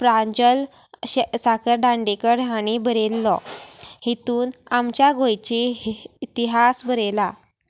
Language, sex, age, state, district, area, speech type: Goan Konkani, female, 18-30, Goa, Sanguem, rural, spontaneous